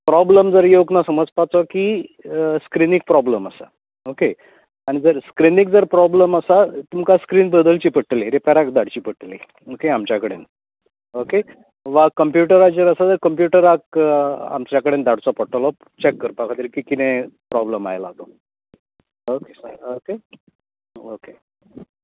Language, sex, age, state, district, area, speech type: Goan Konkani, male, 45-60, Goa, Tiswadi, rural, conversation